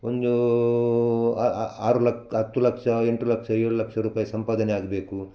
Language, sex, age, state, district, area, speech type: Kannada, male, 60+, Karnataka, Udupi, rural, spontaneous